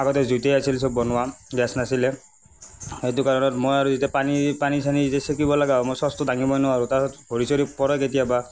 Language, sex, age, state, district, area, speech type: Assamese, male, 45-60, Assam, Darrang, rural, spontaneous